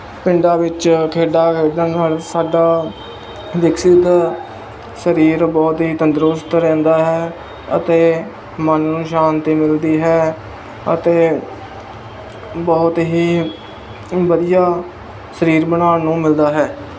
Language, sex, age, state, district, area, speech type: Punjabi, male, 18-30, Punjab, Mohali, rural, spontaneous